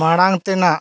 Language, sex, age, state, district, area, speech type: Santali, male, 30-45, Jharkhand, Pakur, rural, read